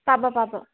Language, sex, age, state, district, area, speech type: Assamese, female, 18-30, Assam, Dhemaji, urban, conversation